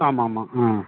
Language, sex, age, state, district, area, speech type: Tamil, male, 30-45, Tamil Nadu, Pudukkottai, rural, conversation